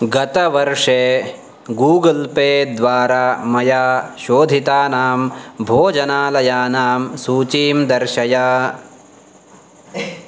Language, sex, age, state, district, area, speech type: Sanskrit, male, 18-30, Karnataka, Uttara Kannada, rural, read